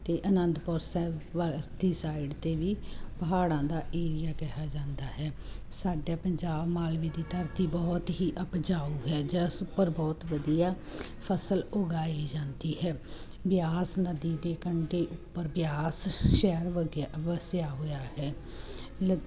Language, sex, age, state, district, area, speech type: Punjabi, female, 30-45, Punjab, Muktsar, urban, spontaneous